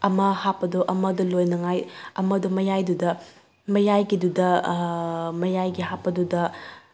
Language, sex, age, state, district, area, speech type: Manipuri, female, 30-45, Manipur, Tengnoupal, rural, spontaneous